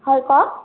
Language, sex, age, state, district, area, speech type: Assamese, female, 30-45, Assam, Morigaon, rural, conversation